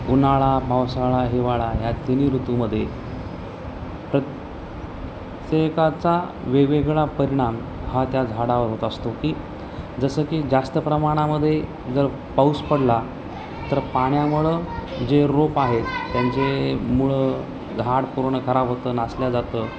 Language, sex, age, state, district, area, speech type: Marathi, male, 30-45, Maharashtra, Nanded, urban, spontaneous